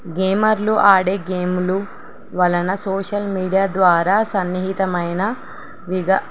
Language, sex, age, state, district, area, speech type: Telugu, female, 18-30, Telangana, Nizamabad, urban, spontaneous